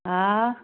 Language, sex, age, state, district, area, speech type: Manipuri, female, 45-60, Manipur, Churachandpur, urban, conversation